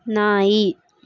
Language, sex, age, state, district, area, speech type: Kannada, female, 18-30, Karnataka, Chitradurga, urban, read